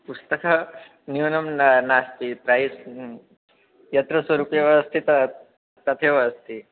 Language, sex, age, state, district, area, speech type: Sanskrit, male, 18-30, Madhya Pradesh, Chhindwara, rural, conversation